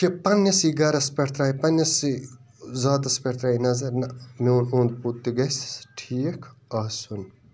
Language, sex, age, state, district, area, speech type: Kashmiri, male, 18-30, Jammu and Kashmir, Bandipora, rural, spontaneous